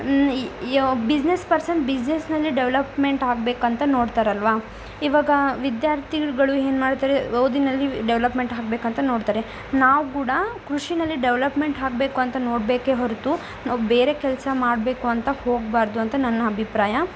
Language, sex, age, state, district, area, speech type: Kannada, female, 18-30, Karnataka, Tumkur, rural, spontaneous